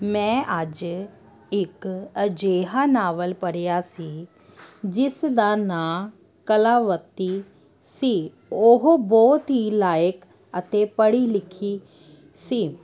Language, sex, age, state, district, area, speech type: Punjabi, female, 30-45, Punjab, Amritsar, urban, spontaneous